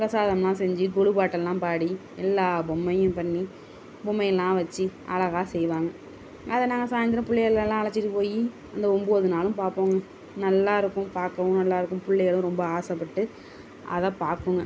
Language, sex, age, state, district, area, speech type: Tamil, female, 30-45, Tamil Nadu, Tiruvarur, rural, spontaneous